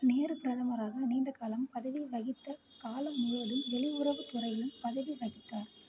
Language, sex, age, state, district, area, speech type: Tamil, female, 30-45, Tamil Nadu, Ariyalur, rural, read